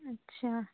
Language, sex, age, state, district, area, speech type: Urdu, female, 18-30, Uttar Pradesh, Rampur, urban, conversation